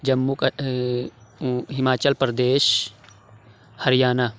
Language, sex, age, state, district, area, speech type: Urdu, male, 30-45, Uttar Pradesh, Lucknow, rural, spontaneous